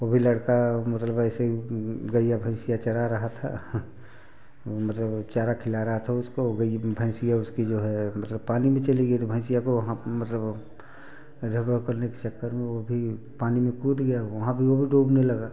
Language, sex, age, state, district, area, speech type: Hindi, male, 45-60, Uttar Pradesh, Prayagraj, urban, spontaneous